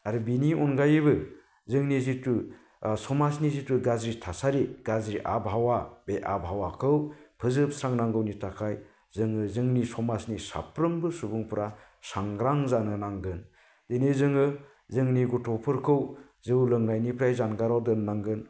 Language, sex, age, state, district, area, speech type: Bodo, male, 45-60, Assam, Baksa, rural, spontaneous